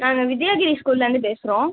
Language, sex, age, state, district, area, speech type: Tamil, female, 18-30, Tamil Nadu, Pudukkottai, rural, conversation